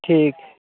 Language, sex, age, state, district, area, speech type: Hindi, male, 18-30, Uttar Pradesh, Mirzapur, rural, conversation